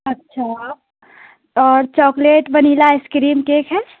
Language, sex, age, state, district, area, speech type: Urdu, female, 30-45, Uttar Pradesh, Lucknow, rural, conversation